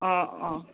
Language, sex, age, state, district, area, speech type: Assamese, female, 18-30, Assam, Nalbari, rural, conversation